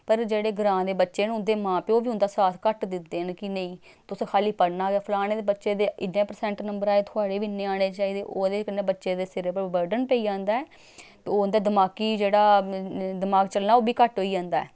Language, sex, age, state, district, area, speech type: Dogri, female, 30-45, Jammu and Kashmir, Samba, rural, spontaneous